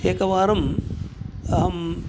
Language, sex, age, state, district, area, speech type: Sanskrit, male, 60+, Karnataka, Udupi, rural, spontaneous